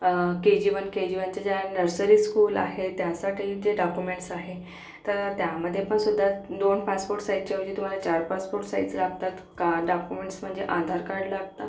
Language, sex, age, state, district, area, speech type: Marathi, female, 30-45, Maharashtra, Akola, urban, spontaneous